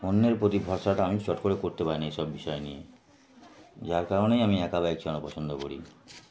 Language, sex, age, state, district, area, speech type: Bengali, male, 30-45, West Bengal, Darjeeling, urban, spontaneous